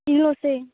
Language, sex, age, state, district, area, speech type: Bodo, female, 18-30, Assam, Baksa, rural, conversation